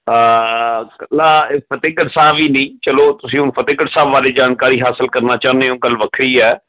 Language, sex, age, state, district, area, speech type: Punjabi, male, 45-60, Punjab, Fatehgarh Sahib, urban, conversation